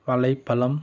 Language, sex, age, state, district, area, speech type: Tamil, male, 30-45, Tamil Nadu, Tiruppur, rural, spontaneous